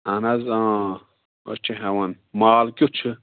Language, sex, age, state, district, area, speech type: Kashmiri, male, 18-30, Jammu and Kashmir, Pulwama, rural, conversation